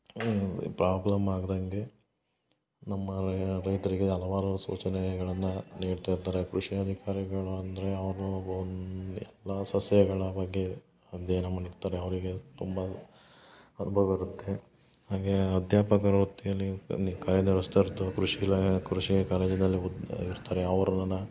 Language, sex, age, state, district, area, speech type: Kannada, male, 30-45, Karnataka, Hassan, rural, spontaneous